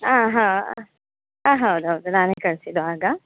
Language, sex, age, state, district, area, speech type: Kannada, female, 18-30, Karnataka, Dakshina Kannada, rural, conversation